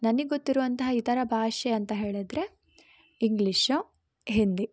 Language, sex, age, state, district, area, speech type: Kannada, female, 18-30, Karnataka, Chikkamagaluru, rural, spontaneous